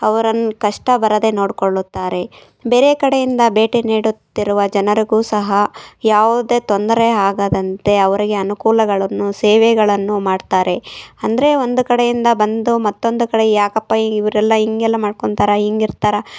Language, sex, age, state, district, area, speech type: Kannada, female, 18-30, Karnataka, Chikkaballapur, rural, spontaneous